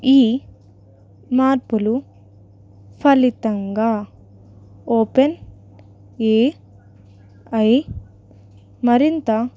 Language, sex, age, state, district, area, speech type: Telugu, female, 18-30, Telangana, Ranga Reddy, rural, spontaneous